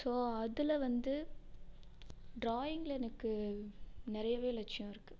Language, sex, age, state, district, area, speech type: Tamil, female, 18-30, Tamil Nadu, Namakkal, rural, spontaneous